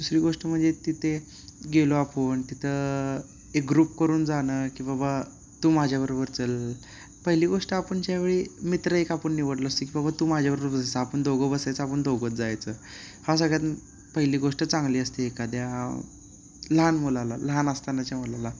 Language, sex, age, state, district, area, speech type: Marathi, male, 18-30, Maharashtra, Sangli, urban, spontaneous